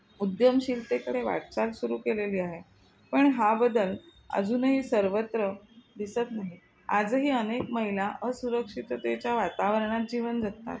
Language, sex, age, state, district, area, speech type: Marathi, female, 45-60, Maharashtra, Thane, rural, spontaneous